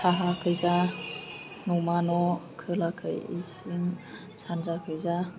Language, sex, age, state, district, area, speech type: Bodo, female, 30-45, Assam, Baksa, rural, spontaneous